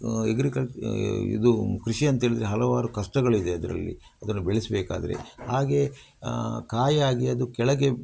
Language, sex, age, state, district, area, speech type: Kannada, male, 60+, Karnataka, Udupi, rural, spontaneous